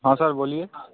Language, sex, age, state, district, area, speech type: Hindi, male, 18-30, Bihar, Begusarai, rural, conversation